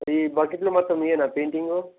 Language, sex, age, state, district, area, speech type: Telugu, male, 18-30, Telangana, Nalgonda, rural, conversation